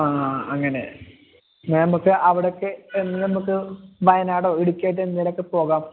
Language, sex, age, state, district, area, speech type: Malayalam, male, 30-45, Kerala, Malappuram, rural, conversation